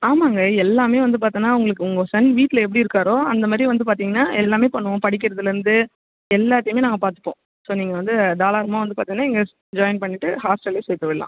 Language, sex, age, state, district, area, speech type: Tamil, female, 18-30, Tamil Nadu, Viluppuram, rural, conversation